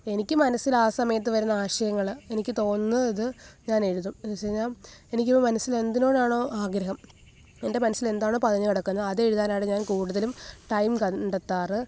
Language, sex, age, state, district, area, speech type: Malayalam, female, 18-30, Kerala, Alappuzha, rural, spontaneous